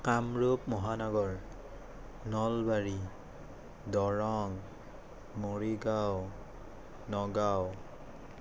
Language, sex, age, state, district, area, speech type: Assamese, male, 18-30, Assam, Morigaon, rural, spontaneous